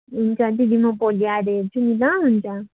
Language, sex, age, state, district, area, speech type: Nepali, female, 18-30, West Bengal, Darjeeling, rural, conversation